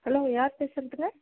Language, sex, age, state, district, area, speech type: Tamil, female, 30-45, Tamil Nadu, Dharmapuri, rural, conversation